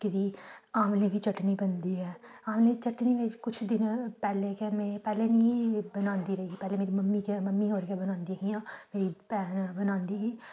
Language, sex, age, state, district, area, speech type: Dogri, female, 18-30, Jammu and Kashmir, Samba, rural, spontaneous